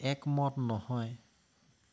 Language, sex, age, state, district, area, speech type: Assamese, male, 30-45, Assam, Tinsukia, urban, read